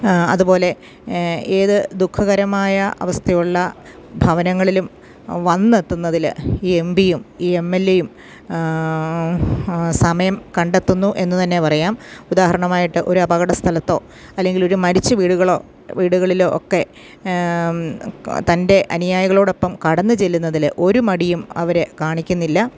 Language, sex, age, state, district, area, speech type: Malayalam, female, 45-60, Kerala, Kottayam, rural, spontaneous